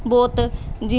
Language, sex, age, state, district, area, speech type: Punjabi, female, 30-45, Punjab, Mansa, urban, spontaneous